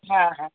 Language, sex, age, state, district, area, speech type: Sindhi, female, 30-45, Rajasthan, Ajmer, urban, conversation